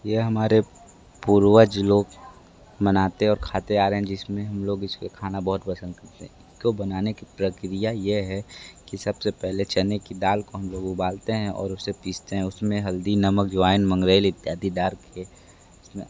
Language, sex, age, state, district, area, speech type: Hindi, male, 18-30, Uttar Pradesh, Sonbhadra, rural, spontaneous